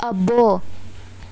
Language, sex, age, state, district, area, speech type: Telugu, female, 18-30, Andhra Pradesh, Vizianagaram, rural, read